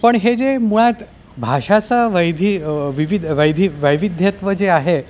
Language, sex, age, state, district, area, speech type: Marathi, male, 30-45, Maharashtra, Yavatmal, urban, spontaneous